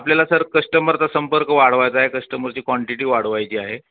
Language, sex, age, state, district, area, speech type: Marathi, male, 45-60, Maharashtra, Osmanabad, rural, conversation